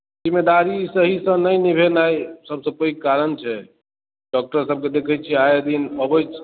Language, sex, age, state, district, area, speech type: Maithili, male, 30-45, Bihar, Madhubani, rural, conversation